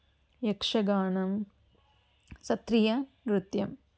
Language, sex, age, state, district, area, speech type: Telugu, female, 30-45, Andhra Pradesh, Chittoor, urban, spontaneous